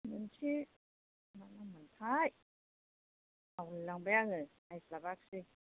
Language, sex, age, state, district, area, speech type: Bodo, female, 45-60, Assam, Kokrajhar, urban, conversation